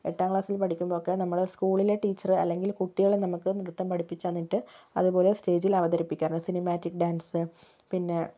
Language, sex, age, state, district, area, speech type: Malayalam, female, 18-30, Kerala, Kozhikode, rural, spontaneous